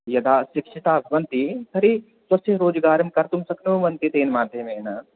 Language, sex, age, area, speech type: Sanskrit, male, 18-30, rural, conversation